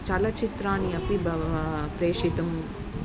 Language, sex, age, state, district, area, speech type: Sanskrit, female, 45-60, Tamil Nadu, Chennai, urban, spontaneous